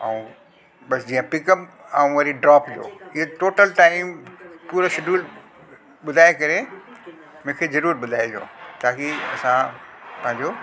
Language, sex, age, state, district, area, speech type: Sindhi, male, 60+, Delhi, South Delhi, urban, spontaneous